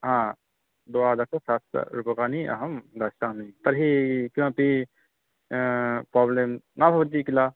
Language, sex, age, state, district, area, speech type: Sanskrit, male, 18-30, West Bengal, Purba Bardhaman, rural, conversation